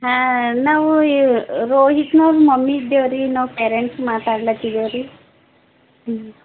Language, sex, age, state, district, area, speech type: Kannada, female, 30-45, Karnataka, Bidar, urban, conversation